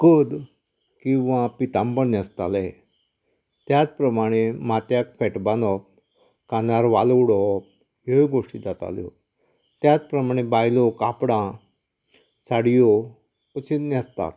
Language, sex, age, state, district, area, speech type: Goan Konkani, male, 60+, Goa, Canacona, rural, spontaneous